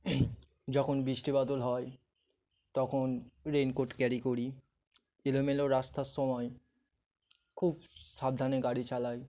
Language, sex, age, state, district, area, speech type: Bengali, male, 18-30, West Bengal, Dakshin Dinajpur, urban, spontaneous